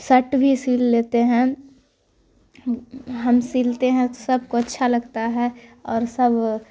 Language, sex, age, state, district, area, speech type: Urdu, female, 18-30, Bihar, Khagaria, rural, spontaneous